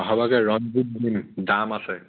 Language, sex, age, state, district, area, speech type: Assamese, male, 30-45, Assam, Charaideo, urban, conversation